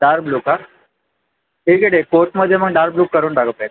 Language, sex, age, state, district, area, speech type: Marathi, male, 18-30, Maharashtra, Thane, urban, conversation